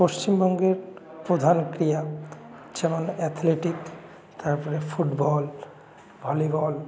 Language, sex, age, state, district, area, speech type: Bengali, male, 18-30, West Bengal, Jalpaiguri, urban, spontaneous